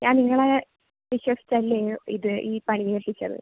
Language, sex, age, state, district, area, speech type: Malayalam, female, 18-30, Kerala, Thiruvananthapuram, rural, conversation